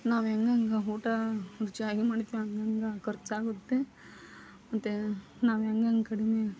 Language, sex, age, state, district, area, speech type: Kannada, female, 18-30, Karnataka, Koppal, rural, spontaneous